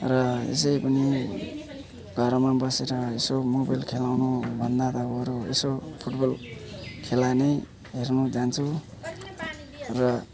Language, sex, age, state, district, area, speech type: Nepali, male, 60+, West Bengal, Alipurduar, urban, spontaneous